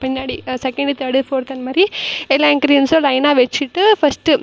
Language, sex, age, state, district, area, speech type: Tamil, female, 18-30, Tamil Nadu, Krishnagiri, rural, spontaneous